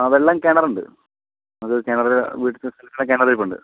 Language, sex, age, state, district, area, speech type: Malayalam, male, 30-45, Kerala, Palakkad, rural, conversation